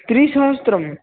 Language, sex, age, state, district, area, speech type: Sanskrit, male, 18-30, Maharashtra, Buldhana, urban, conversation